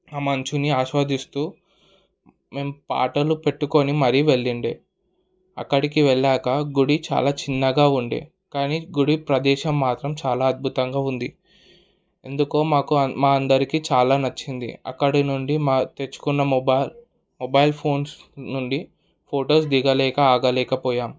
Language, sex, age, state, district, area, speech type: Telugu, male, 18-30, Telangana, Hyderabad, urban, spontaneous